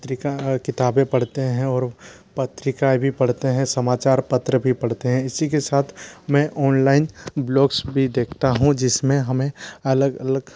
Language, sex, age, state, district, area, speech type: Hindi, male, 18-30, Madhya Pradesh, Bhopal, urban, spontaneous